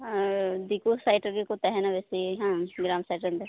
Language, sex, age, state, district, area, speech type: Santali, female, 18-30, West Bengal, Birbhum, rural, conversation